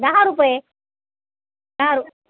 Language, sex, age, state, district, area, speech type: Marathi, female, 60+, Maharashtra, Nanded, urban, conversation